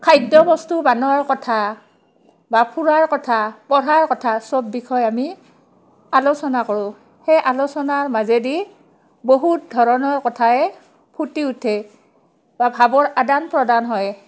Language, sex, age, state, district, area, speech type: Assamese, female, 45-60, Assam, Barpeta, rural, spontaneous